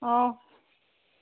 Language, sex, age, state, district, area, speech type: Assamese, female, 18-30, Assam, Charaideo, urban, conversation